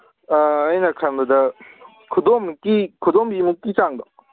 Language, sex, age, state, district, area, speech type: Manipuri, male, 18-30, Manipur, Kangpokpi, urban, conversation